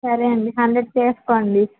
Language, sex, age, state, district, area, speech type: Telugu, female, 18-30, Andhra Pradesh, Srikakulam, urban, conversation